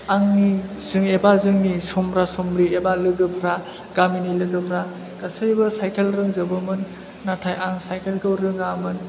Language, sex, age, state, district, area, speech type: Bodo, male, 18-30, Assam, Chirang, rural, spontaneous